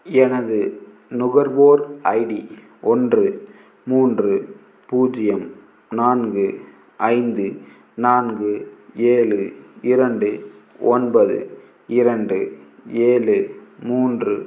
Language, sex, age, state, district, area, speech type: Tamil, male, 18-30, Tamil Nadu, Namakkal, rural, read